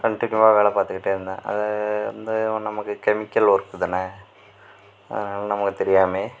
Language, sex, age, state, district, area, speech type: Tamil, male, 18-30, Tamil Nadu, Perambalur, rural, spontaneous